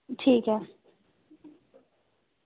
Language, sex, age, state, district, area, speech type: Dogri, female, 18-30, Jammu and Kashmir, Samba, rural, conversation